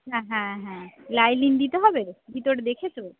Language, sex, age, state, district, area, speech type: Bengali, female, 30-45, West Bengal, Darjeeling, rural, conversation